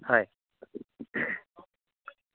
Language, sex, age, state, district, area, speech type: Assamese, male, 30-45, Assam, Morigaon, rural, conversation